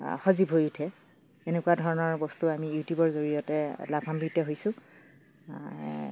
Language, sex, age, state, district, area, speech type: Assamese, female, 60+, Assam, Darrang, rural, spontaneous